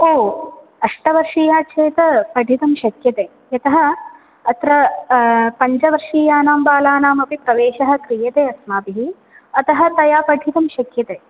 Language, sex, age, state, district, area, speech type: Sanskrit, female, 18-30, Kerala, Palakkad, rural, conversation